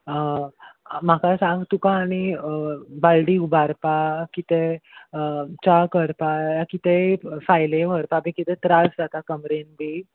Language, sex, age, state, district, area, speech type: Goan Konkani, male, 18-30, Goa, Salcete, urban, conversation